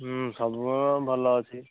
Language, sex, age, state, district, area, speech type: Odia, male, 18-30, Odisha, Nayagarh, rural, conversation